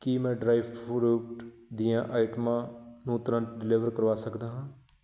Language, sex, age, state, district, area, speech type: Punjabi, male, 30-45, Punjab, Shaheed Bhagat Singh Nagar, urban, read